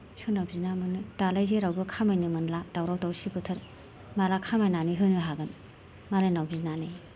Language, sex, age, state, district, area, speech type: Bodo, female, 45-60, Assam, Kokrajhar, urban, spontaneous